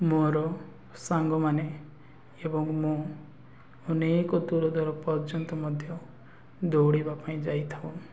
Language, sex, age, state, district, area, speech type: Odia, male, 18-30, Odisha, Nabarangpur, urban, spontaneous